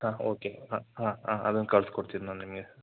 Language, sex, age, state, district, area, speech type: Kannada, male, 18-30, Karnataka, Shimoga, rural, conversation